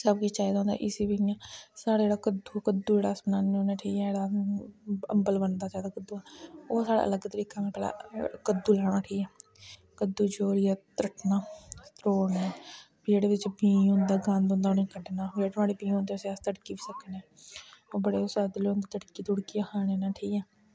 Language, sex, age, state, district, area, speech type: Dogri, female, 60+, Jammu and Kashmir, Reasi, rural, spontaneous